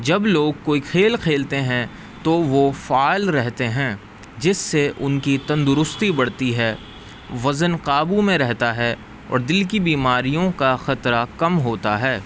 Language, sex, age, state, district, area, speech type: Urdu, male, 18-30, Uttar Pradesh, Rampur, urban, spontaneous